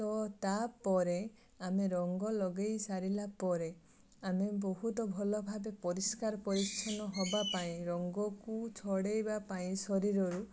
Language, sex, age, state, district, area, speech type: Odia, female, 30-45, Odisha, Balasore, rural, spontaneous